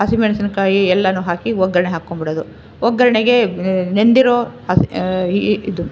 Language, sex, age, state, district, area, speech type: Kannada, female, 60+, Karnataka, Chamarajanagar, urban, spontaneous